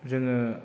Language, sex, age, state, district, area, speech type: Bodo, male, 30-45, Assam, Chirang, rural, spontaneous